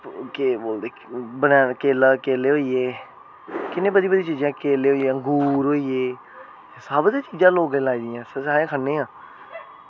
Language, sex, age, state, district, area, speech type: Dogri, male, 30-45, Jammu and Kashmir, Jammu, urban, spontaneous